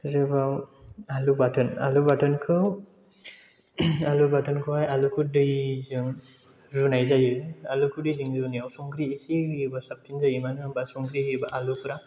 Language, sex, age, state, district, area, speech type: Bodo, male, 30-45, Assam, Chirang, rural, spontaneous